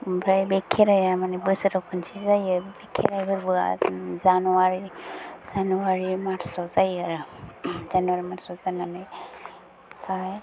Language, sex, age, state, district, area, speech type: Bodo, female, 30-45, Assam, Udalguri, rural, spontaneous